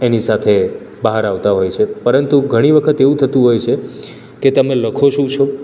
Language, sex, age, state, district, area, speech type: Gujarati, male, 30-45, Gujarat, Surat, urban, spontaneous